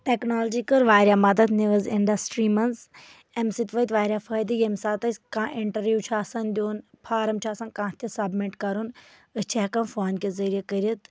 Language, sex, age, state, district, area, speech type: Kashmiri, female, 18-30, Jammu and Kashmir, Anantnag, rural, spontaneous